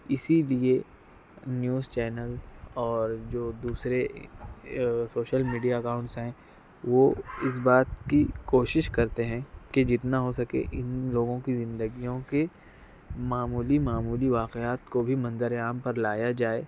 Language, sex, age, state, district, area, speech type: Urdu, male, 60+, Maharashtra, Nashik, urban, spontaneous